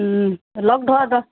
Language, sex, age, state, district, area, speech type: Assamese, female, 60+, Assam, Charaideo, urban, conversation